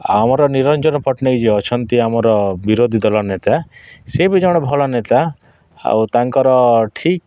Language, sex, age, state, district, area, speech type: Odia, male, 30-45, Odisha, Kalahandi, rural, spontaneous